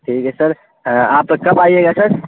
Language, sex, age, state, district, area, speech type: Urdu, male, 18-30, Bihar, Saharsa, rural, conversation